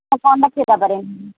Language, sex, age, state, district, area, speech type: Malayalam, female, 30-45, Kerala, Wayanad, rural, conversation